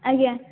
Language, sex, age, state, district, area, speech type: Odia, female, 18-30, Odisha, Nayagarh, rural, conversation